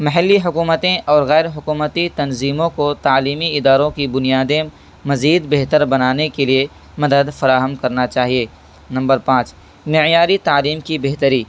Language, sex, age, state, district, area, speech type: Urdu, male, 18-30, Delhi, East Delhi, urban, spontaneous